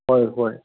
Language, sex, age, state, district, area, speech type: Manipuri, male, 60+, Manipur, Kangpokpi, urban, conversation